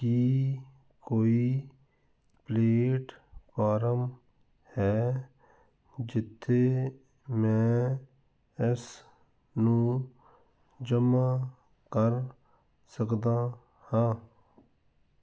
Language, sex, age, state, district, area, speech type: Punjabi, male, 45-60, Punjab, Fazilka, rural, read